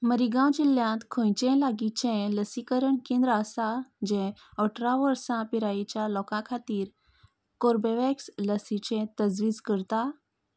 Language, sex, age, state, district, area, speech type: Goan Konkani, female, 30-45, Goa, Canacona, rural, read